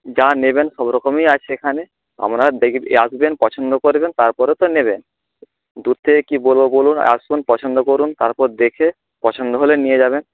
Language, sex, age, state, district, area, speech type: Bengali, male, 45-60, West Bengal, Nadia, rural, conversation